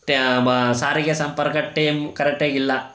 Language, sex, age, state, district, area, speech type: Kannada, male, 18-30, Karnataka, Chamarajanagar, rural, spontaneous